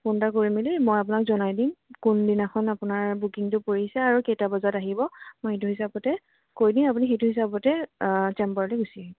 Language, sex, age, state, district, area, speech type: Assamese, female, 18-30, Assam, Jorhat, urban, conversation